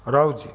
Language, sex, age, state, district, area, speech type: Odia, male, 60+, Odisha, Jajpur, rural, spontaneous